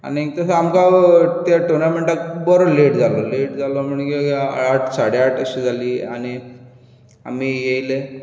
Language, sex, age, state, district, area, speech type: Goan Konkani, male, 45-60, Goa, Bardez, urban, spontaneous